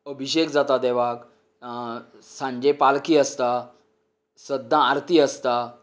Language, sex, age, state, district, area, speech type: Goan Konkani, male, 45-60, Goa, Canacona, rural, spontaneous